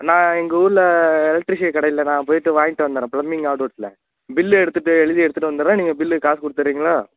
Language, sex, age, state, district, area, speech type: Tamil, male, 18-30, Tamil Nadu, Nagapattinam, rural, conversation